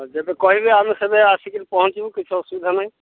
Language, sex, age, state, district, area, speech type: Odia, male, 60+, Odisha, Jharsuguda, rural, conversation